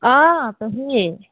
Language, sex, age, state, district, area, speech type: Assamese, female, 30-45, Assam, Dhemaji, rural, conversation